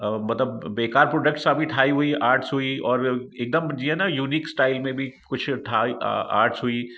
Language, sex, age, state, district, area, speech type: Sindhi, male, 45-60, Uttar Pradesh, Lucknow, urban, spontaneous